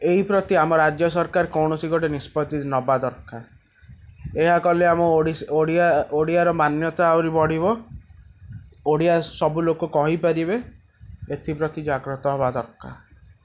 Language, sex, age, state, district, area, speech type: Odia, male, 18-30, Odisha, Cuttack, urban, spontaneous